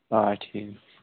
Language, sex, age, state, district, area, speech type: Kashmiri, male, 45-60, Jammu and Kashmir, Bandipora, rural, conversation